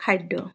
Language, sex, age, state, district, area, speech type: Assamese, female, 45-60, Assam, Biswanath, rural, spontaneous